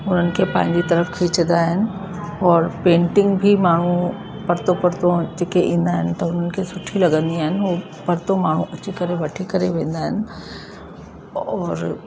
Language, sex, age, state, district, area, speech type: Sindhi, female, 45-60, Uttar Pradesh, Lucknow, urban, spontaneous